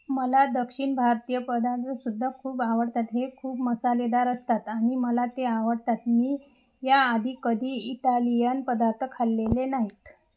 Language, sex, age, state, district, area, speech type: Marathi, female, 30-45, Maharashtra, Wardha, rural, read